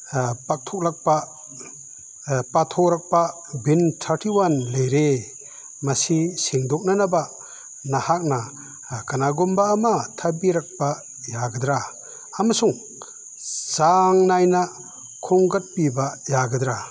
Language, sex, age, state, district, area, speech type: Manipuri, male, 60+, Manipur, Chandel, rural, read